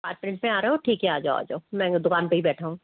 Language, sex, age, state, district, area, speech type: Hindi, female, 60+, Rajasthan, Jaipur, urban, conversation